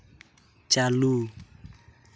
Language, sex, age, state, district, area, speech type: Santali, male, 18-30, West Bengal, Purulia, rural, read